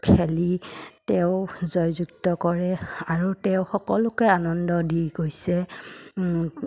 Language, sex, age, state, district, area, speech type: Assamese, female, 30-45, Assam, Udalguri, rural, spontaneous